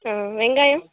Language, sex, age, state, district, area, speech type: Tamil, female, 18-30, Tamil Nadu, Kallakurichi, urban, conversation